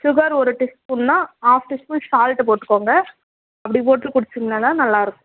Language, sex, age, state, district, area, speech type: Tamil, female, 18-30, Tamil Nadu, Tirupattur, rural, conversation